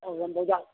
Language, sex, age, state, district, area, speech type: Hindi, male, 60+, Uttar Pradesh, Mirzapur, urban, conversation